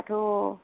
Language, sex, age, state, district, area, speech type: Bodo, female, 30-45, Assam, Kokrajhar, rural, conversation